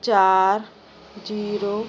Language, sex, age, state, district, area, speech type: Punjabi, female, 45-60, Punjab, Muktsar, urban, read